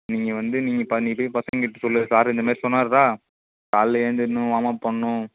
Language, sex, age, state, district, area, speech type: Tamil, male, 18-30, Tamil Nadu, Kallakurichi, rural, conversation